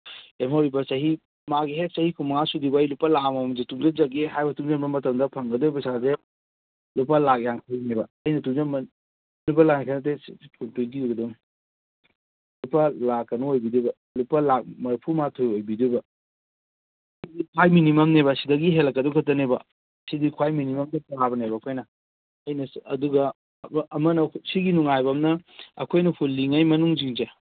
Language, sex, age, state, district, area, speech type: Manipuri, male, 30-45, Manipur, Kangpokpi, urban, conversation